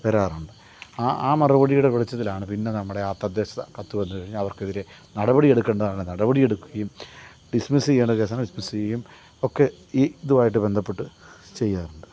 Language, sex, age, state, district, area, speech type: Malayalam, male, 45-60, Kerala, Kottayam, urban, spontaneous